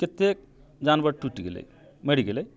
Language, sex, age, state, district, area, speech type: Maithili, male, 45-60, Bihar, Muzaffarpur, urban, spontaneous